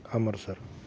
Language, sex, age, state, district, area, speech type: Punjabi, male, 45-60, Punjab, Fatehgarh Sahib, urban, spontaneous